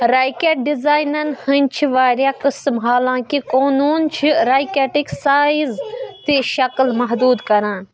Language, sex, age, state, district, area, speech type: Kashmiri, female, 18-30, Jammu and Kashmir, Budgam, rural, read